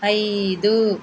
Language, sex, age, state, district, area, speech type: Telugu, female, 45-60, Andhra Pradesh, East Godavari, rural, read